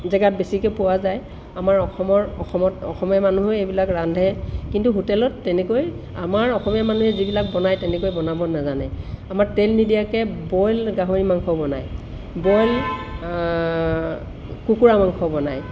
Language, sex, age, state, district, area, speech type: Assamese, female, 60+, Assam, Tinsukia, rural, spontaneous